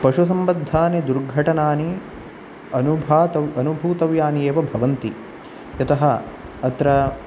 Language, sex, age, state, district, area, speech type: Sanskrit, male, 18-30, Karnataka, Uttara Kannada, rural, spontaneous